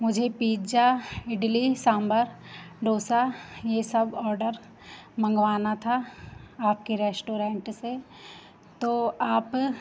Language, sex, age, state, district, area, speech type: Hindi, female, 18-30, Madhya Pradesh, Seoni, urban, spontaneous